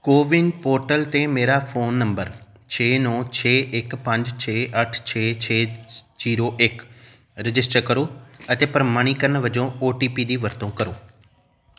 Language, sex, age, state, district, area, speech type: Punjabi, male, 30-45, Punjab, Amritsar, urban, read